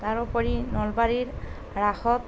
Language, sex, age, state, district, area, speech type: Assamese, female, 45-60, Assam, Nalbari, rural, spontaneous